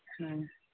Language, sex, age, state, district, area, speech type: Santali, male, 18-30, Jharkhand, East Singhbhum, rural, conversation